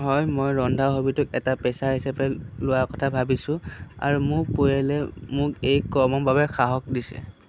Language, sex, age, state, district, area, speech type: Assamese, male, 18-30, Assam, Sonitpur, rural, spontaneous